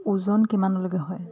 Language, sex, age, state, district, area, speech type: Assamese, female, 45-60, Assam, Dibrugarh, urban, spontaneous